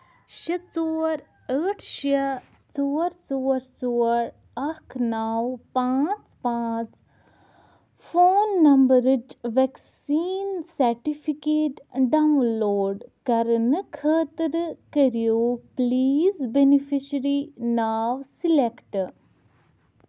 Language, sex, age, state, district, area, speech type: Kashmiri, female, 18-30, Jammu and Kashmir, Ganderbal, rural, read